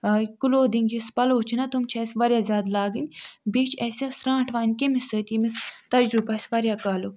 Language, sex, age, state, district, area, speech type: Kashmiri, female, 60+, Jammu and Kashmir, Ganderbal, urban, spontaneous